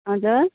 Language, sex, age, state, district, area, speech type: Nepali, female, 30-45, West Bengal, Kalimpong, rural, conversation